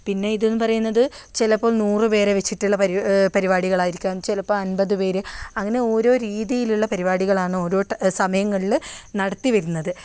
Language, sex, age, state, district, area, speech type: Malayalam, female, 18-30, Kerala, Kannur, rural, spontaneous